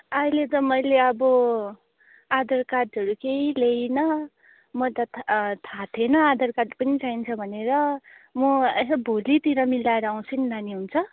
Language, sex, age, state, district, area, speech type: Nepali, female, 60+, West Bengal, Darjeeling, rural, conversation